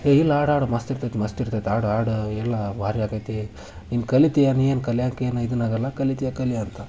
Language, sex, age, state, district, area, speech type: Kannada, male, 18-30, Karnataka, Haveri, rural, spontaneous